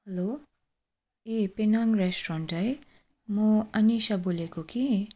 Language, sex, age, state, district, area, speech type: Nepali, female, 45-60, West Bengal, Darjeeling, rural, spontaneous